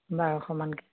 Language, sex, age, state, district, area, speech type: Assamese, female, 60+, Assam, Dhemaji, rural, conversation